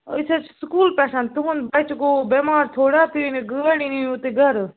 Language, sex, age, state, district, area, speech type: Kashmiri, female, 30-45, Jammu and Kashmir, Baramulla, rural, conversation